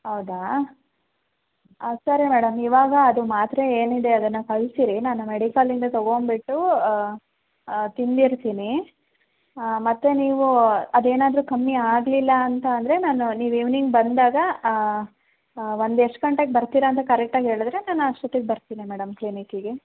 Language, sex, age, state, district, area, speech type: Kannada, female, 18-30, Karnataka, Hassan, rural, conversation